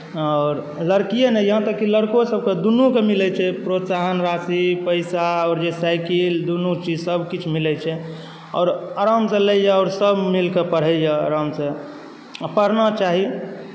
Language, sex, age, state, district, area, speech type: Maithili, male, 18-30, Bihar, Saharsa, rural, spontaneous